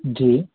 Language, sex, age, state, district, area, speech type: Hindi, male, 18-30, Madhya Pradesh, Jabalpur, urban, conversation